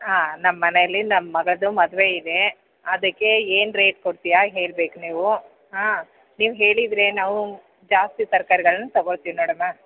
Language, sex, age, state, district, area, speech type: Kannada, female, 45-60, Karnataka, Bellary, rural, conversation